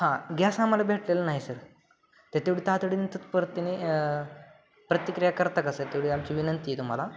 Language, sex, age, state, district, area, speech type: Marathi, male, 18-30, Maharashtra, Satara, urban, spontaneous